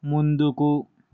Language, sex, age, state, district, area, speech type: Telugu, male, 18-30, Andhra Pradesh, Srikakulam, urban, read